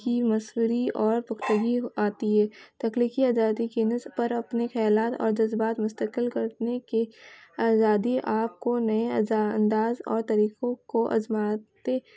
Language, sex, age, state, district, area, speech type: Urdu, female, 18-30, West Bengal, Kolkata, urban, spontaneous